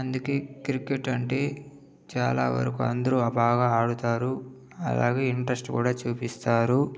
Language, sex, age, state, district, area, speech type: Telugu, male, 30-45, Andhra Pradesh, Chittoor, urban, spontaneous